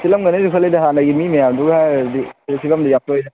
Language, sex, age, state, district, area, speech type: Manipuri, male, 18-30, Manipur, Kangpokpi, urban, conversation